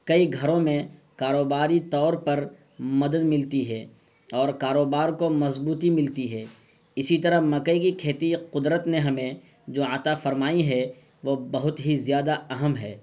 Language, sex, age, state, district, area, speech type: Urdu, male, 30-45, Bihar, Purnia, rural, spontaneous